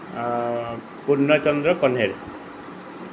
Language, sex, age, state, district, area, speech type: Odia, male, 45-60, Odisha, Sundergarh, rural, spontaneous